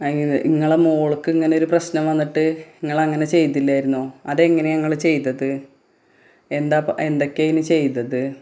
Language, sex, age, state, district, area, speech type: Malayalam, female, 30-45, Kerala, Malappuram, rural, spontaneous